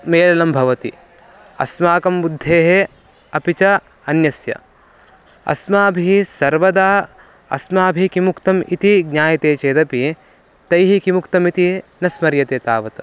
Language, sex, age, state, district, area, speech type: Sanskrit, male, 18-30, Karnataka, Mysore, urban, spontaneous